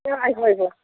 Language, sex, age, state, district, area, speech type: Assamese, female, 45-60, Assam, Barpeta, rural, conversation